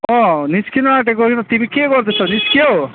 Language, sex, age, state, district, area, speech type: Nepali, male, 30-45, West Bengal, Darjeeling, rural, conversation